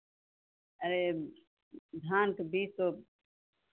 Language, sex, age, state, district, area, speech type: Hindi, female, 30-45, Uttar Pradesh, Pratapgarh, rural, conversation